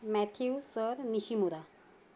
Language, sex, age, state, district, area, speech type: Marathi, female, 45-60, Maharashtra, Palghar, urban, spontaneous